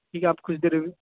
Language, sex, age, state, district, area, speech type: Urdu, male, 18-30, Uttar Pradesh, Saharanpur, urban, conversation